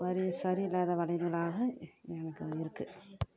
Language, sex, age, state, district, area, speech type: Tamil, female, 30-45, Tamil Nadu, Kallakurichi, rural, spontaneous